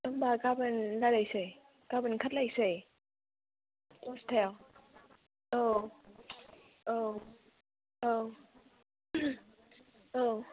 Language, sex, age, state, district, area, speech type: Bodo, female, 18-30, Assam, Kokrajhar, rural, conversation